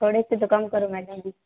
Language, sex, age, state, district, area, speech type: Hindi, female, 18-30, Rajasthan, Jodhpur, urban, conversation